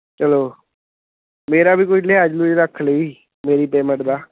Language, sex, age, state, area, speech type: Punjabi, male, 18-30, Punjab, urban, conversation